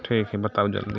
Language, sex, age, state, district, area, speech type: Maithili, male, 30-45, Bihar, Sitamarhi, urban, spontaneous